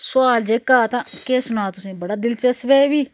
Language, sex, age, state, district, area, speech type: Dogri, female, 45-60, Jammu and Kashmir, Udhampur, rural, spontaneous